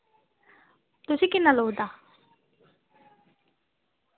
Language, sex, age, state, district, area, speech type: Dogri, female, 18-30, Jammu and Kashmir, Reasi, rural, conversation